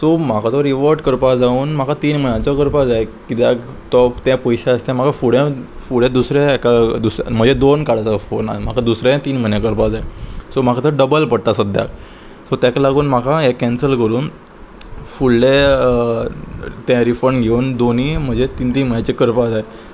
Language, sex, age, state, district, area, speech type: Goan Konkani, male, 18-30, Goa, Salcete, urban, spontaneous